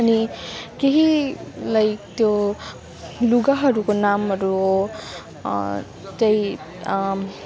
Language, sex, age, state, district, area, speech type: Nepali, female, 30-45, West Bengal, Darjeeling, rural, spontaneous